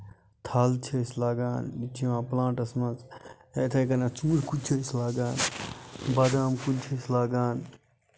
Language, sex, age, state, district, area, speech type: Kashmiri, male, 60+, Jammu and Kashmir, Budgam, rural, spontaneous